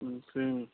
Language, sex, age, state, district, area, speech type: Tamil, male, 18-30, Tamil Nadu, Ranipet, rural, conversation